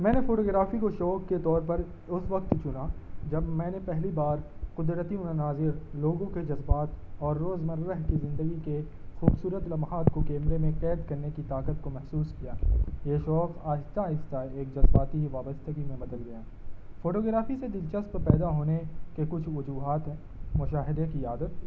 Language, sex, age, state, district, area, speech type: Urdu, male, 18-30, Uttar Pradesh, Azamgarh, urban, spontaneous